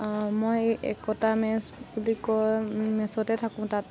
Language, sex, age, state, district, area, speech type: Assamese, female, 18-30, Assam, Golaghat, urban, spontaneous